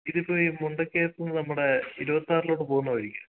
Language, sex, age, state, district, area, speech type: Malayalam, male, 18-30, Kerala, Idukki, rural, conversation